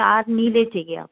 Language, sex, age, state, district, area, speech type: Hindi, female, 45-60, Madhya Pradesh, Jabalpur, urban, conversation